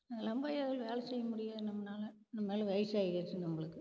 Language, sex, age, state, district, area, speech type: Tamil, female, 60+, Tamil Nadu, Namakkal, rural, spontaneous